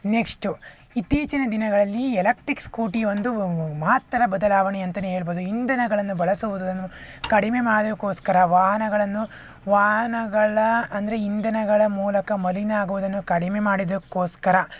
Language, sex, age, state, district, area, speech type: Kannada, male, 45-60, Karnataka, Tumkur, rural, spontaneous